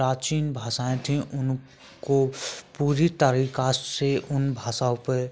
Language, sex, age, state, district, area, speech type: Hindi, male, 18-30, Rajasthan, Bharatpur, rural, spontaneous